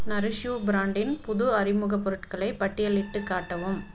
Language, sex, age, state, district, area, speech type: Tamil, female, 30-45, Tamil Nadu, Dharmapuri, rural, read